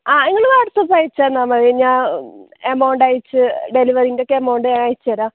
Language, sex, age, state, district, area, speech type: Malayalam, female, 18-30, Kerala, Palakkad, rural, conversation